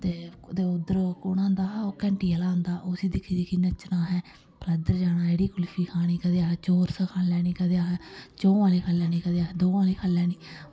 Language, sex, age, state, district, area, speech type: Dogri, female, 30-45, Jammu and Kashmir, Samba, rural, spontaneous